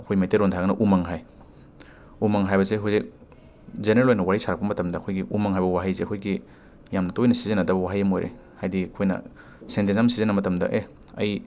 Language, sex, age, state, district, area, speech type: Manipuri, male, 18-30, Manipur, Imphal West, urban, spontaneous